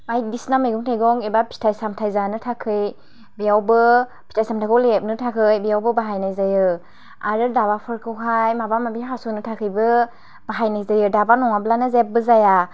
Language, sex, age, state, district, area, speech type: Bodo, female, 45-60, Assam, Chirang, rural, spontaneous